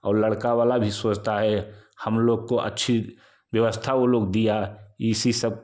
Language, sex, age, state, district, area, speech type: Hindi, male, 45-60, Uttar Pradesh, Jaunpur, rural, spontaneous